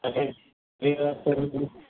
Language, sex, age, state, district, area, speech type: Assamese, male, 60+, Assam, Golaghat, rural, conversation